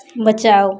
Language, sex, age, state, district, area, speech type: Hindi, female, 18-30, Uttar Pradesh, Azamgarh, urban, read